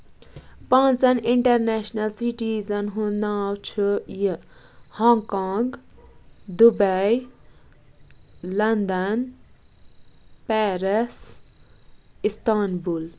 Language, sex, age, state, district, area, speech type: Kashmiri, female, 30-45, Jammu and Kashmir, Budgam, rural, spontaneous